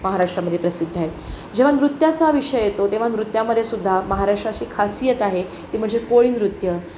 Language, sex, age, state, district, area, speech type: Marathi, female, 18-30, Maharashtra, Sangli, urban, spontaneous